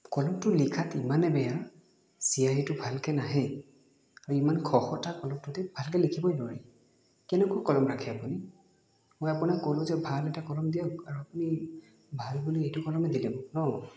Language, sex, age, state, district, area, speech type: Assamese, male, 18-30, Assam, Nagaon, rural, spontaneous